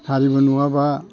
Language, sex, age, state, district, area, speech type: Bodo, male, 60+, Assam, Chirang, rural, spontaneous